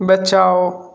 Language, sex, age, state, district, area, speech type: Hindi, male, 30-45, Uttar Pradesh, Sonbhadra, rural, read